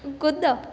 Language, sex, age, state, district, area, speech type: Hindi, female, 18-30, Rajasthan, Jodhpur, urban, read